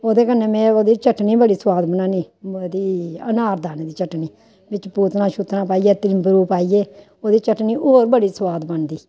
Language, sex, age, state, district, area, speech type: Dogri, female, 45-60, Jammu and Kashmir, Samba, rural, spontaneous